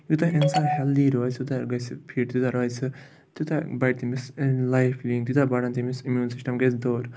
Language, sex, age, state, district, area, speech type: Kashmiri, male, 18-30, Jammu and Kashmir, Ganderbal, rural, spontaneous